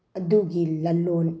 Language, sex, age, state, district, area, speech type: Manipuri, female, 45-60, Manipur, Bishnupur, rural, spontaneous